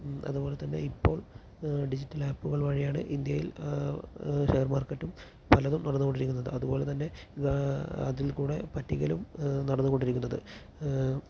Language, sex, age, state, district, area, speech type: Malayalam, male, 30-45, Kerala, Palakkad, urban, spontaneous